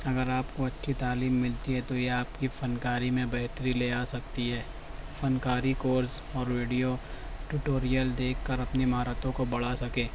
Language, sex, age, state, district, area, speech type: Urdu, male, 60+, Maharashtra, Nashik, rural, spontaneous